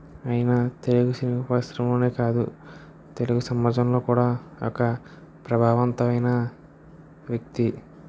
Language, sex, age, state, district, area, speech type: Telugu, male, 30-45, Andhra Pradesh, Kakinada, rural, spontaneous